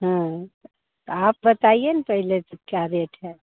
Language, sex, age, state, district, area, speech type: Hindi, female, 45-60, Bihar, Begusarai, rural, conversation